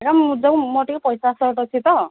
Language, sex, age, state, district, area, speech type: Odia, female, 45-60, Odisha, Angul, rural, conversation